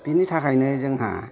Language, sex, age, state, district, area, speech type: Bodo, male, 45-60, Assam, Kokrajhar, rural, spontaneous